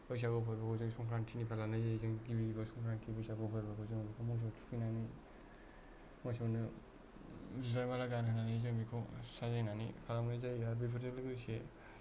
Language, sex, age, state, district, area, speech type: Bodo, male, 30-45, Assam, Kokrajhar, urban, spontaneous